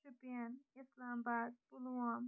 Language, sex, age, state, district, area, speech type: Kashmiri, female, 30-45, Jammu and Kashmir, Shopian, urban, spontaneous